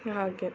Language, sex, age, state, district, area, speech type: Kannada, female, 18-30, Karnataka, Udupi, rural, spontaneous